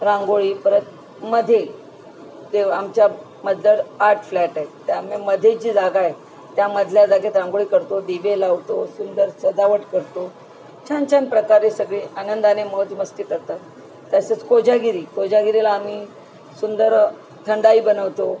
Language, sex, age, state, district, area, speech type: Marathi, female, 60+, Maharashtra, Mumbai Suburban, urban, spontaneous